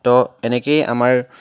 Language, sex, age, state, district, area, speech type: Assamese, male, 18-30, Assam, Charaideo, urban, spontaneous